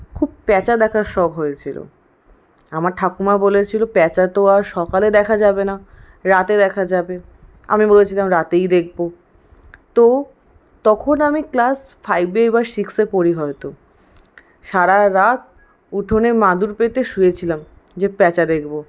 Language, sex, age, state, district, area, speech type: Bengali, female, 60+, West Bengal, Paschim Bardhaman, rural, spontaneous